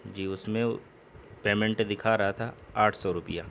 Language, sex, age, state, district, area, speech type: Urdu, male, 18-30, Bihar, Purnia, rural, spontaneous